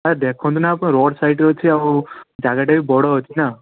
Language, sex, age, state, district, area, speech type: Odia, male, 18-30, Odisha, Balasore, rural, conversation